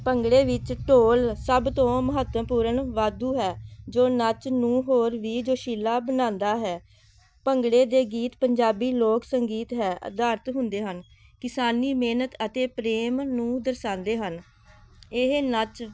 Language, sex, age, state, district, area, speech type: Punjabi, female, 45-60, Punjab, Hoshiarpur, rural, spontaneous